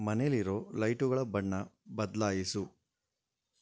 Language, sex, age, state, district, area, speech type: Kannada, male, 30-45, Karnataka, Shimoga, rural, read